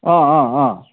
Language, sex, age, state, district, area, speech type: Assamese, male, 45-60, Assam, Lakhimpur, rural, conversation